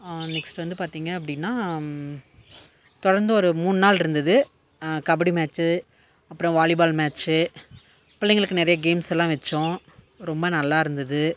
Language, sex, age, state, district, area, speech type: Tamil, female, 30-45, Tamil Nadu, Dharmapuri, rural, spontaneous